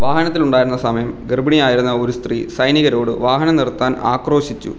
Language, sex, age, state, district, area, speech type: Malayalam, male, 18-30, Kerala, Kottayam, rural, read